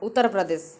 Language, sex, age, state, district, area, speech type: Odia, female, 18-30, Odisha, Kendrapara, urban, spontaneous